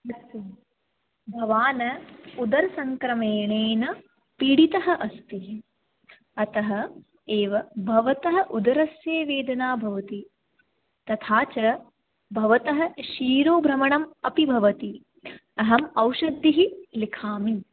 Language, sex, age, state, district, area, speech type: Sanskrit, female, 18-30, Rajasthan, Jaipur, urban, conversation